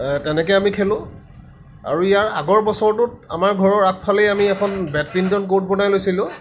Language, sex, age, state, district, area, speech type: Assamese, male, 30-45, Assam, Lakhimpur, rural, spontaneous